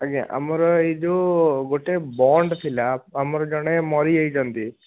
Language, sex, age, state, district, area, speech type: Odia, male, 18-30, Odisha, Cuttack, urban, conversation